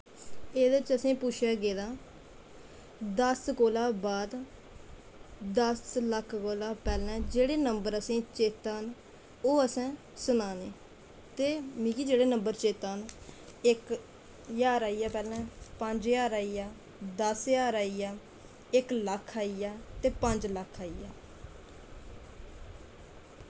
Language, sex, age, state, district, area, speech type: Dogri, female, 18-30, Jammu and Kashmir, Kathua, rural, spontaneous